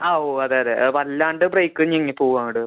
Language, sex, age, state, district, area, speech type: Malayalam, male, 18-30, Kerala, Thrissur, rural, conversation